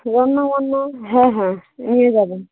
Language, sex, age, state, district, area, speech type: Bengali, female, 18-30, West Bengal, Dakshin Dinajpur, urban, conversation